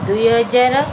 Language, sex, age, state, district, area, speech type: Odia, female, 45-60, Odisha, Sundergarh, urban, spontaneous